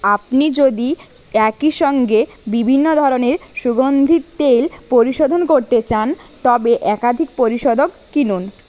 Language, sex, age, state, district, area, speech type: Bengali, female, 18-30, West Bengal, Purba Medinipur, rural, read